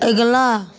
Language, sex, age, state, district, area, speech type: Maithili, female, 60+, Bihar, Madhepura, rural, read